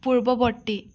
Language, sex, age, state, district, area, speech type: Assamese, female, 18-30, Assam, Biswanath, rural, read